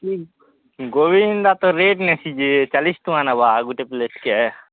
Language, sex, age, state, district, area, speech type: Odia, male, 18-30, Odisha, Nuapada, urban, conversation